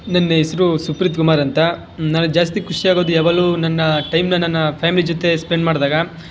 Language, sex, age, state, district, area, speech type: Kannada, male, 18-30, Karnataka, Chamarajanagar, rural, spontaneous